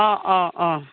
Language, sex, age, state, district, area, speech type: Assamese, female, 30-45, Assam, Lakhimpur, rural, conversation